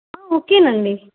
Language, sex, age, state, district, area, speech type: Telugu, female, 18-30, Andhra Pradesh, Eluru, urban, conversation